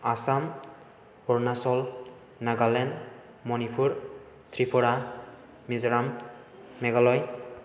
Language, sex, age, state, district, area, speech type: Bodo, male, 18-30, Assam, Chirang, rural, spontaneous